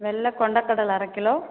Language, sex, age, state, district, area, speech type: Tamil, female, 45-60, Tamil Nadu, Cuddalore, rural, conversation